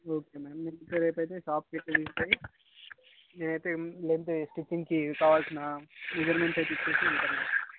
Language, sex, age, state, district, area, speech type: Telugu, male, 60+, Andhra Pradesh, Visakhapatnam, urban, conversation